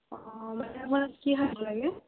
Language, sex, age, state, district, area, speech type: Assamese, female, 30-45, Assam, Morigaon, rural, conversation